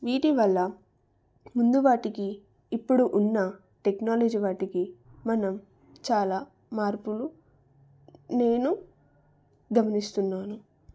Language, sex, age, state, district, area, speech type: Telugu, female, 18-30, Telangana, Wanaparthy, urban, spontaneous